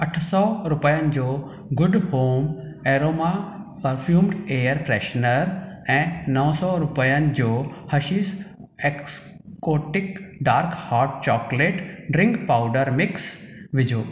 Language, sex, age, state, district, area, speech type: Sindhi, male, 45-60, Maharashtra, Thane, urban, read